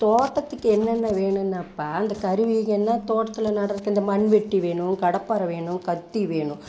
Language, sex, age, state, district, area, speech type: Tamil, female, 60+, Tamil Nadu, Coimbatore, rural, spontaneous